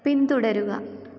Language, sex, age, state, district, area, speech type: Malayalam, female, 18-30, Kerala, Kottayam, rural, read